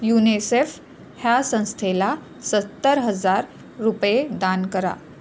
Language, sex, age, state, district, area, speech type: Marathi, female, 30-45, Maharashtra, Nagpur, urban, read